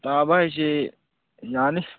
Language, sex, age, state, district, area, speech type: Manipuri, male, 18-30, Manipur, Churachandpur, rural, conversation